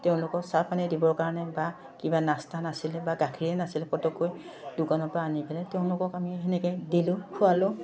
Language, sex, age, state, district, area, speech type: Assamese, female, 60+, Assam, Udalguri, rural, spontaneous